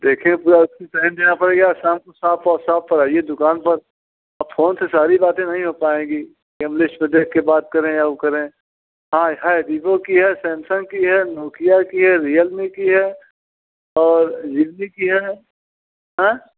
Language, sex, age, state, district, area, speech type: Hindi, male, 60+, Uttar Pradesh, Mirzapur, urban, conversation